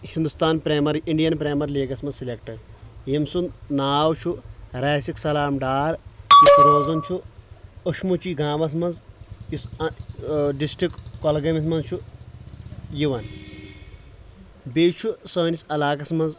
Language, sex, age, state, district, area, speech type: Kashmiri, male, 30-45, Jammu and Kashmir, Kulgam, rural, spontaneous